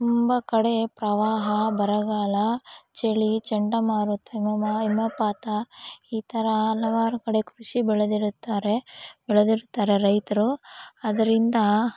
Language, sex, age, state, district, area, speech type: Kannada, female, 18-30, Karnataka, Kolar, rural, spontaneous